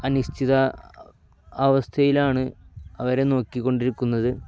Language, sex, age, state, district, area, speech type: Malayalam, male, 18-30, Kerala, Kozhikode, rural, spontaneous